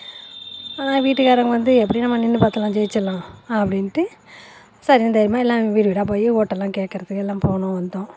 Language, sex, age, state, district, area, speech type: Tamil, female, 45-60, Tamil Nadu, Nagapattinam, rural, spontaneous